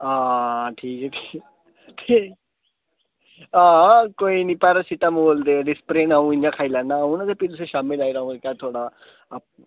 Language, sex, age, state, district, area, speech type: Dogri, male, 18-30, Jammu and Kashmir, Udhampur, urban, conversation